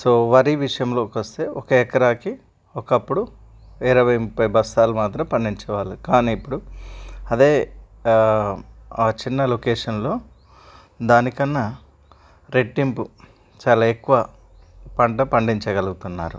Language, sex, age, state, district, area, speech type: Telugu, male, 30-45, Telangana, Karimnagar, rural, spontaneous